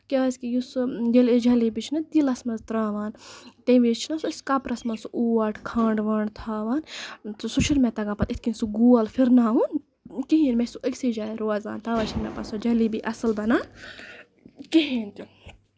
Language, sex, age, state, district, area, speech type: Kashmiri, female, 18-30, Jammu and Kashmir, Ganderbal, rural, spontaneous